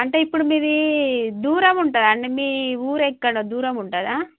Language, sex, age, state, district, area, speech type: Telugu, female, 30-45, Telangana, Warangal, rural, conversation